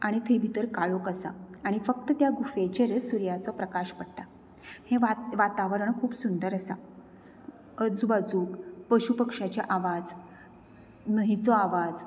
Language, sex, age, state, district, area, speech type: Goan Konkani, female, 30-45, Goa, Canacona, rural, spontaneous